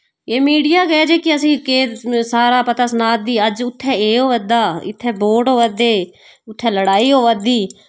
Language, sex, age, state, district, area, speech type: Dogri, female, 30-45, Jammu and Kashmir, Udhampur, rural, spontaneous